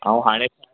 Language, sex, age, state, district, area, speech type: Sindhi, male, 18-30, Gujarat, Surat, urban, conversation